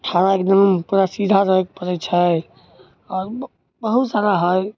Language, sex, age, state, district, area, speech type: Maithili, male, 18-30, Bihar, Samastipur, rural, spontaneous